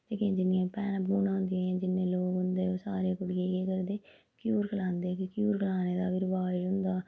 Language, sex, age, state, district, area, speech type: Dogri, female, 30-45, Jammu and Kashmir, Reasi, rural, spontaneous